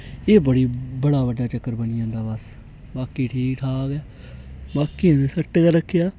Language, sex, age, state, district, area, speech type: Dogri, male, 18-30, Jammu and Kashmir, Reasi, rural, spontaneous